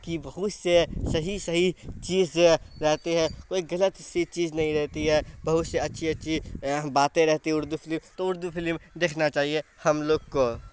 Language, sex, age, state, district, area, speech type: Urdu, male, 18-30, Bihar, Saharsa, rural, spontaneous